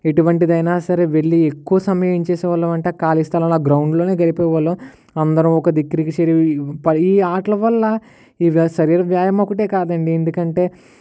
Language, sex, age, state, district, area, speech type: Telugu, male, 45-60, Andhra Pradesh, Kakinada, rural, spontaneous